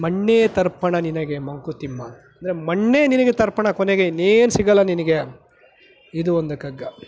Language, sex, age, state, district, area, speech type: Kannada, male, 30-45, Karnataka, Chikkaballapur, rural, spontaneous